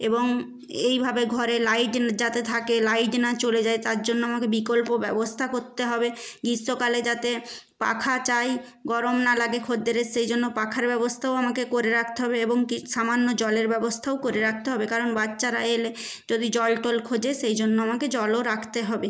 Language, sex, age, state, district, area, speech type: Bengali, female, 30-45, West Bengal, Nadia, rural, spontaneous